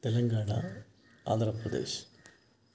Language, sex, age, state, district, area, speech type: Kannada, male, 60+, Karnataka, Chitradurga, rural, spontaneous